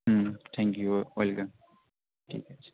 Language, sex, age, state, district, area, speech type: Bengali, male, 18-30, West Bengal, Malda, rural, conversation